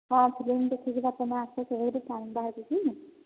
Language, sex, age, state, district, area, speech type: Odia, female, 45-60, Odisha, Angul, rural, conversation